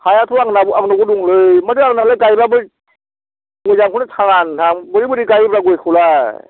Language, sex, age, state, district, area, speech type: Bodo, male, 60+, Assam, Baksa, rural, conversation